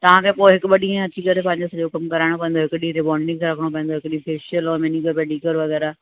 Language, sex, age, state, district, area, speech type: Sindhi, female, 60+, Uttar Pradesh, Lucknow, rural, conversation